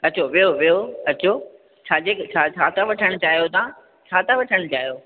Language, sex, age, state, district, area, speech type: Sindhi, female, 60+, Rajasthan, Ajmer, urban, conversation